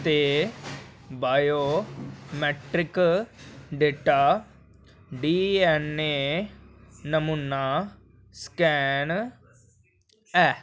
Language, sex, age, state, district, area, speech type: Dogri, male, 18-30, Jammu and Kashmir, Jammu, urban, read